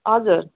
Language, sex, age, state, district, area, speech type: Nepali, female, 45-60, West Bengal, Darjeeling, rural, conversation